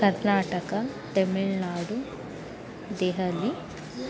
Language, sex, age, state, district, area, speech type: Kannada, female, 18-30, Karnataka, Davanagere, rural, spontaneous